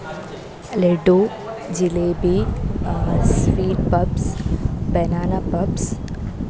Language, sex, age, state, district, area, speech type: Malayalam, female, 30-45, Kerala, Alappuzha, rural, spontaneous